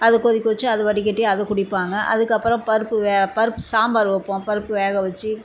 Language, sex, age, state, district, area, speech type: Tamil, female, 60+, Tamil Nadu, Salem, rural, spontaneous